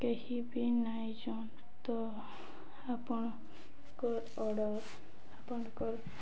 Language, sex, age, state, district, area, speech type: Odia, female, 18-30, Odisha, Balangir, urban, spontaneous